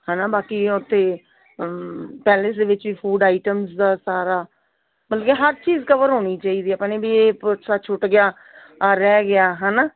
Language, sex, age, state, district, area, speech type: Punjabi, female, 60+, Punjab, Fazilka, rural, conversation